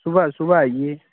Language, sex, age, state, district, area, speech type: Urdu, male, 45-60, Uttar Pradesh, Lucknow, rural, conversation